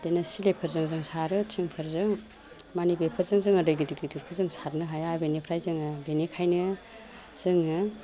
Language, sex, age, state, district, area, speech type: Bodo, female, 45-60, Assam, Chirang, rural, spontaneous